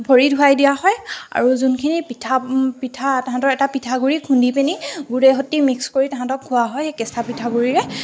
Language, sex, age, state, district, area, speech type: Assamese, female, 18-30, Assam, Jorhat, urban, spontaneous